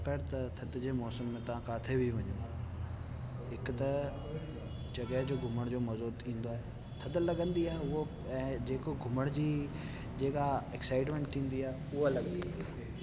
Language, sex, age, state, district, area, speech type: Sindhi, male, 18-30, Delhi, South Delhi, urban, spontaneous